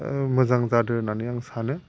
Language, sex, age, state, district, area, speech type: Bodo, male, 30-45, Assam, Udalguri, urban, spontaneous